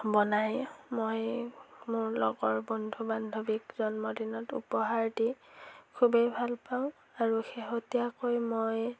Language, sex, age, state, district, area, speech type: Assamese, female, 45-60, Assam, Morigaon, urban, spontaneous